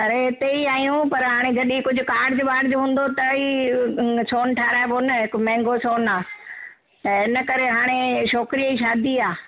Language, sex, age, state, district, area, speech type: Sindhi, female, 60+, Gujarat, Surat, urban, conversation